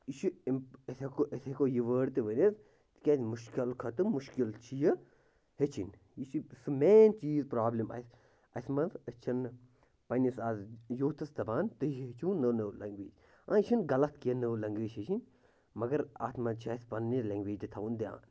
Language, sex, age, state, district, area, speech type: Kashmiri, male, 30-45, Jammu and Kashmir, Bandipora, rural, spontaneous